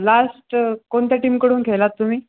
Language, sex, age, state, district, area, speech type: Marathi, male, 18-30, Maharashtra, Jalna, urban, conversation